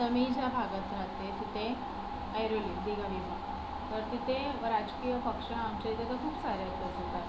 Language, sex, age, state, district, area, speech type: Marathi, female, 18-30, Maharashtra, Solapur, urban, spontaneous